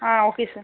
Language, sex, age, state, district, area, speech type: Tamil, female, 18-30, Tamil Nadu, Ariyalur, rural, conversation